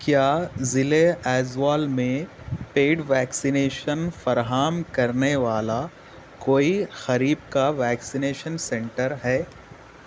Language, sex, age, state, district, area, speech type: Urdu, male, 18-30, Telangana, Hyderabad, urban, read